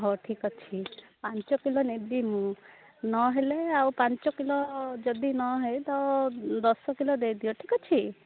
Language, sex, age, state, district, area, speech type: Odia, female, 30-45, Odisha, Malkangiri, urban, conversation